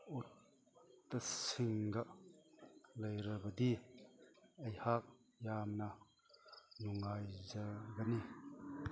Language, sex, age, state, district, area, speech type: Manipuri, male, 60+, Manipur, Chandel, rural, read